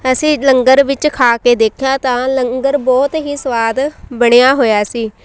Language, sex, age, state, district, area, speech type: Punjabi, female, 18-30, Punjab, Shaheed Bhagat Singh Nagar, rural, spontaneous